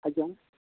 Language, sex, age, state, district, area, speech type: Assamese, male, 60+, Assam, Udalguri, rural, conversation